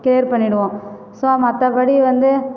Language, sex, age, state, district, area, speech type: Tamil, female, 45-60, Tamil Nadu, Cuddalore, rural, spontaneous